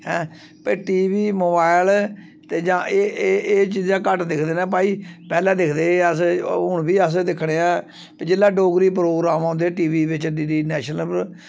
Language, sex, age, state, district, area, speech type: Dogri, male, 45-60, Jammu and Kashmir, Samba, rural, spontaneous